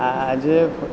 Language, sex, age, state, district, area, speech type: Gujarati, male, 30-45, Gujarat, Valsad, rural, spontaneous